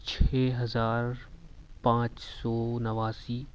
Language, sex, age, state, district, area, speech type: Urdu, male, 18-30, Uttar Pradesh, Ghaziabad, urban, spontaneous